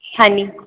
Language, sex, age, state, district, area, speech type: Hindi, female, 18-30, Rajasthan, Jodhpur, urban, conversation